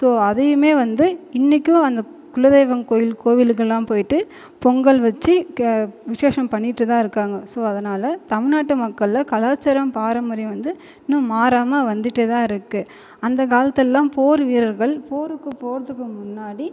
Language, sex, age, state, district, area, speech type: Tamil, female, 18-30, Tamil Nadu, Viluppuram, urban, spontaneous